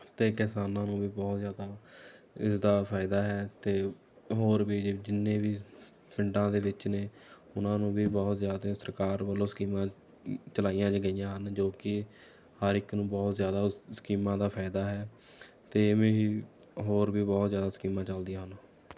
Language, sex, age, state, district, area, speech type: Punjabi, male, 18-30, Punjab, Rupnagar, rural, spontaneous